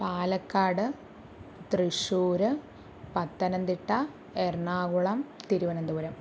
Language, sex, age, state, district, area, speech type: Malayalam, female, 30-45, Kerala, Palakkad, rural, spontaneous